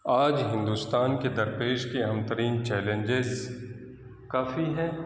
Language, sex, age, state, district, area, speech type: Urdu, male, 18-30, Bihar, Saharsa, rural, spontaneous